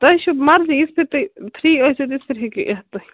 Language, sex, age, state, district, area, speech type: Kashmiri, female, 30-45, Jammu and Kashmir, Bandipora, rural, conversation